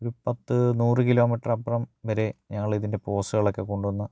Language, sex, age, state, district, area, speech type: Malayalam, male, 30-45, Kerala, Pathanamthitta, rural, spontaneous